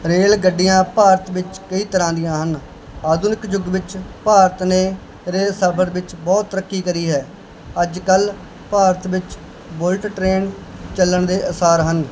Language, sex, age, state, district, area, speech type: Punjabi, male, 30-45, Punjab, Barnala, urban, spontaneous